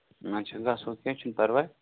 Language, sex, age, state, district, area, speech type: Kashmiri, male, 18-30, Jammu and Kashmir, Budgam, rural, conversation